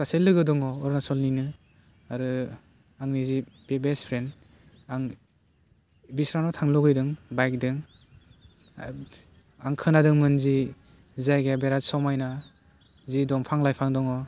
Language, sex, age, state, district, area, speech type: Bodo, male, 18-30, Assam, Udalguri, urban, spontaneous